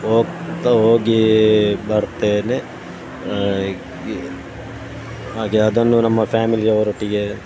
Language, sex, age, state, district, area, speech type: Kannada, male, 30-45, Karnataka, Dakshina Kannada, rural, spontaneous